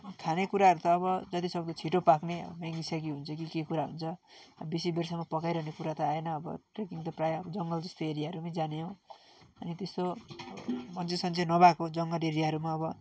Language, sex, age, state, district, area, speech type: Nepali, male, 45-60, West Bengal, Darjeeling, rural, spontaneous